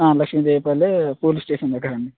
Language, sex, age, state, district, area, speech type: Telugu, male, 30-45, Telangana, Khammam, urban, conversation